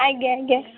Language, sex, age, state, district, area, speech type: Odia, female, 18-30, Odisha, Ganjam, urban, conversation